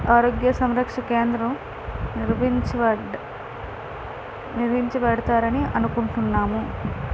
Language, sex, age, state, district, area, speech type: Telugu, female, 18-30, Andhra Pradesh, Visakhapatnam, rural, spontaneous